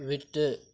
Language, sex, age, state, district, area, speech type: Tamil, male, 30-45, Tamil Nadu, Tiruchirappalli, rural, read